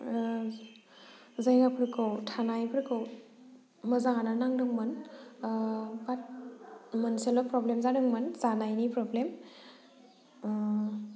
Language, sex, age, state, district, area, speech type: Bodo, female, 18-30, Assam, Udalguri, rural, spontaneous